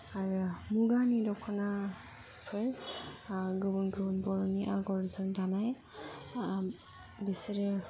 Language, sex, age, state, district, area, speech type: Bodo, female, 18-30, Assam, Kokrajhar, rural, spontaneous